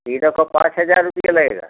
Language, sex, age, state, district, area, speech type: Hindi, male, 60+, Uttar Pradesh, Jaunpur, rural, conversation